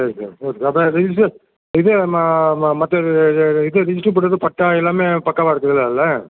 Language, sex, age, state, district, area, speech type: Tamil, male, 60+, Tamil Nadu, Virudhunagar, rural, conversation